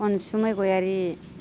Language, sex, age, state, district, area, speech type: Bodo, female, 18-30, Assam, Baksa, rural, spontaneous